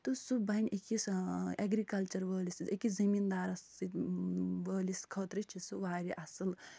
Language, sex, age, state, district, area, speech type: Kashmiri, female, 45-60, Jammu and Kashmir, Budgam, rural, spontaneous